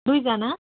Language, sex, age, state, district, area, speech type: Nepali, female, 18-30, West Bengal, Kalimpong, rural, conversation